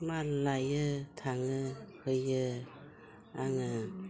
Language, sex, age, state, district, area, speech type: Bodo, female, 60+, Assam, Udalguri, rural, spontaneous